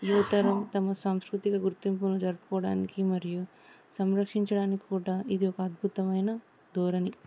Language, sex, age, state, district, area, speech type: Telugu, female, 18-30, Telangana, Hyderabad, urban, spontaneous